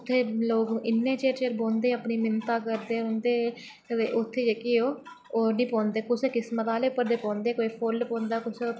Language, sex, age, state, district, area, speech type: Dogri, female, 30-45, Jammu and Kashmir, Reasi, rural, spontaneous